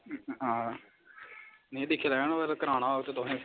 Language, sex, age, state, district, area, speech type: Dogri, male, 18-30, Jammu and Kashmir, Samba, rural, conversation